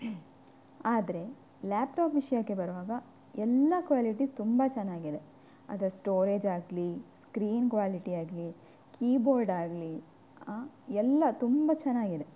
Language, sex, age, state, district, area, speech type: Kannada, female, 18-30, Karnataka, Udupi, rural, spontaneous